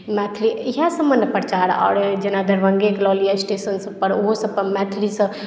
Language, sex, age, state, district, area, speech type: Maithili, female, 18-30, Bihar, Madhubani, rural, spontaneous